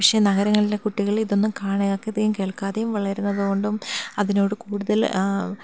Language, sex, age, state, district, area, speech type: Malayalam, female, 30-45, Kerala, Thiruvananthapuram, urban, spontaneous